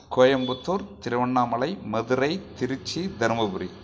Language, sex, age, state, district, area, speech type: Tamil, male, 45-60, Tamil Nadu, Krishnagiri, rural, spontaneous